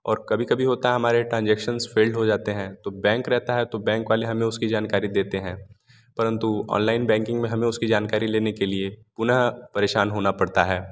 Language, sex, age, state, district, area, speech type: Hindi, male, 18-30, Uttar Pradesh, Varanasi, rural, spontaneous